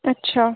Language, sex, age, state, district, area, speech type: Hindi, female, 18-30, Bihar, Muzaffarpur, rural, conversation